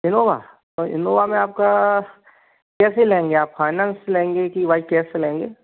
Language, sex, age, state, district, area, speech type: Hindi, male, 45-60, Madhya Pradesh, Gwalior, rural, conversation